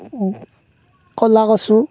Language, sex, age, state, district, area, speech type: Assamese, male, 18-30, Assam, Darrang, rural, spontaneous